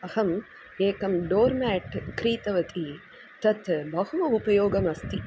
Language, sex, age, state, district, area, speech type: Sanskrit, female, 45-60, Tamil Nadu, Tiruchirappalli, urban, spontaneous